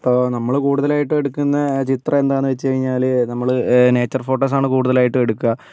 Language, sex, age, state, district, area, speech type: Malayalam, male, 45-60, Kerala, Kozhikode, urban, spontaneous